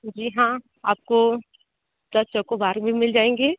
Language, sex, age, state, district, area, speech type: Hindi, female, 30-45, Uttar Pradesh, Sonbhadra, rural, conversation